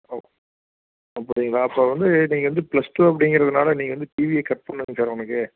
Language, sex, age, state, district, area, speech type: Tamil, male, 30-45, Tamil Nadu, Salem, urban, conversation